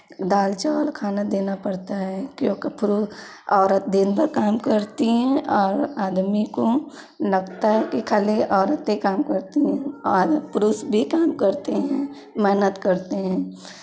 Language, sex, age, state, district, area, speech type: Hindi, female, 18-30, Uttar Pradesh, Chandauli, rural, spontaneous